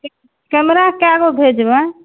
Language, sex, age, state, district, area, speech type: Maithili, female, 18-30, Bihar, Samastipur, rural, conversation